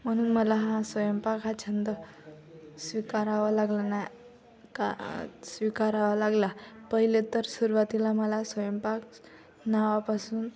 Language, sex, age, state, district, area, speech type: Marathi, female, 18-30, Maharashtra, Akola, rural, spontaneous